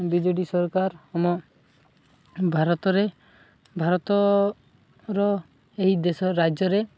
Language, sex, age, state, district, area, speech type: Odia, male, 18-30, Odisha, Malkangiri, urban, spontaneous